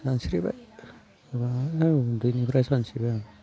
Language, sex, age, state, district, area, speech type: Bodo, male, 30-45, Assam, Udalguri, rural, spontaneous